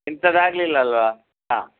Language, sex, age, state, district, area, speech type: Kannada, male, 60+, Karnataka, Udupi, rural, conversation